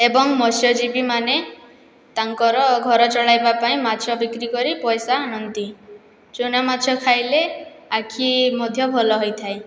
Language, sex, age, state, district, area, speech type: Odia, female, 18-30, Odisha, Boudh, rural, spontaneous